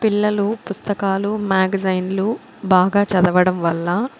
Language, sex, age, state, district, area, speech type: Telugu, female, 30-45, Andhra Pradesh, Kadapa, rural, spontaneous